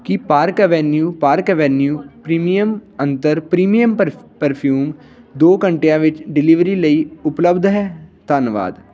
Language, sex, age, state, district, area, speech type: Punjabi, male, 18-30, Punjab, Ludhiana, rural, read